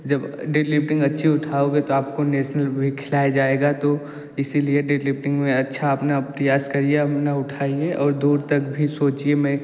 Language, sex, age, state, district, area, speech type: Hindi, male, 18-30, Uttar Pradesh, Jaunpur, urban, spontaneous